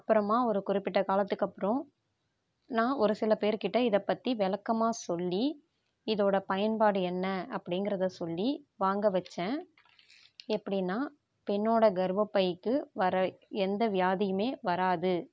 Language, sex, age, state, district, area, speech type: Tamil, female, 45-60, Tamil Nadu, Tiruvarur, rural, spontaneous